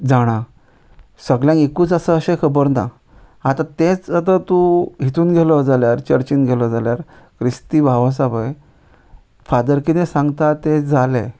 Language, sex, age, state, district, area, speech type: Goan Konkani, male, 30-45, Goa, Ponda, rural, spontaneous